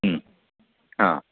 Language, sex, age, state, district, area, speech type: Marathi, male, 60+, Maharashtra, Kolhapur, urban, conversation